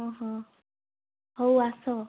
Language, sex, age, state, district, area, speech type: Odia, female, 18-30, Odisha, Koraput, urban, conversation